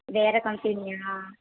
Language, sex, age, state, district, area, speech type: Tamil, female, 18-30, Tamil Nadu, Madurai, urban, conversation